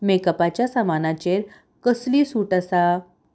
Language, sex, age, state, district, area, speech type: Goan Konkani, female, 18-30, Goa, Salcete, urban, read